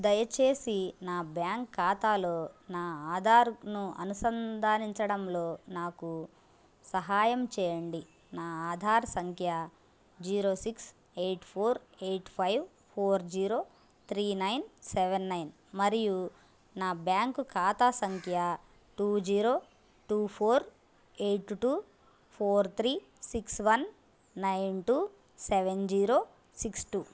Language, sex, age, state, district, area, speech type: Telugu, female, 18-30, Andhra Pradesh, Bapatla, urban, read